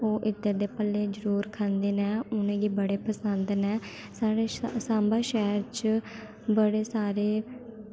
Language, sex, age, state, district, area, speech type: Dogri, female, 18-30, Jammu and Kashmir, Samba, rural, spontaneous